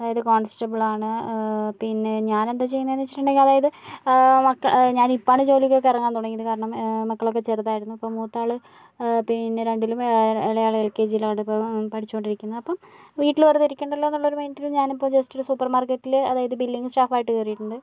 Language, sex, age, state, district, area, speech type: Malayalam, female, 30-45, Kerala, Kozhikode, urban, spontaneous